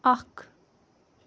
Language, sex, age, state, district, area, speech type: Kashmiri, female, 18-30, Jammu and Kashmir, Bandipora, rural, read